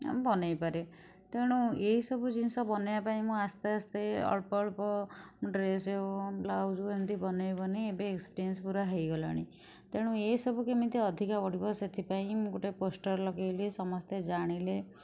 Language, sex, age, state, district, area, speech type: Odia, female, 60+, Odisha, Kendujhar, urban, spontaneous